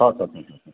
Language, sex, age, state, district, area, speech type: Nepali, male, 45-60, West Bengal, Darjeeling, rural, conversation